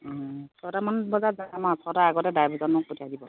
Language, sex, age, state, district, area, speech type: Assamese, female, 45-60, Assam, Dhemaji, urban, conversation